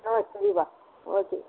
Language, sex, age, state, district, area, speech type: Tamil, female, 60+, Tamil Nadu, Vellore, urban, conversation